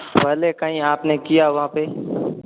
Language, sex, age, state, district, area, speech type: Hindi, male, 18-30, Rajasthan, Jodhpur, urban, conversation